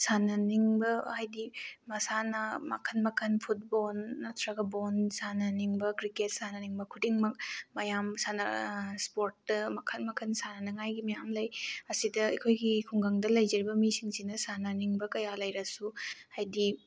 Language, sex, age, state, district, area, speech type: Manipuri, female, 18-30, Manipur, Bishnupur, rural, spontaneous